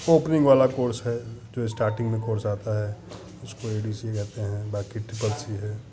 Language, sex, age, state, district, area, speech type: Hindi, male, 45-60, Uttar Pradesh, Hardoi, rural, spontaneous